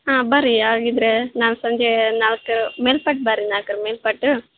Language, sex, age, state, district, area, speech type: Kannada, female, 18-30, Karnataka, Koppal, rural, conversation